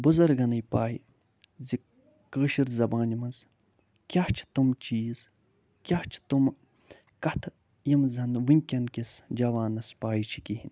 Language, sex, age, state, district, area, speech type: Kashmiri, male, 45-60, Jammu and Kashmir, Budgam, urban, spontaneous